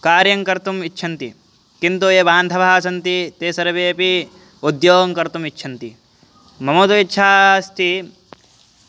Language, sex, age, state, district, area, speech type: Sanskrit, male, 18-30, Uttar Pradesh, Hardoi, urban, spontaneous